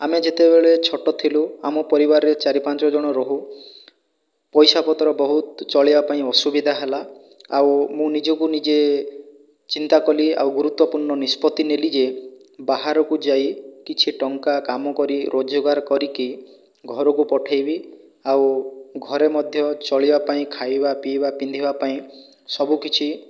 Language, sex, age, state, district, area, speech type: Odia, male, 45-60, Odisha, Boudh, rural, spontaneous